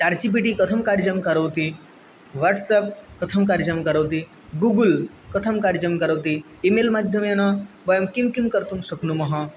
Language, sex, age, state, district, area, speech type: Sanskrit, male, 18-30, West Bengal, Bankura, urban, spontaneous